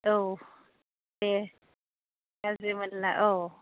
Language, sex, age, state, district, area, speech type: Bodo, female, 30-45, Assam, Kokrajhar, rural, conversation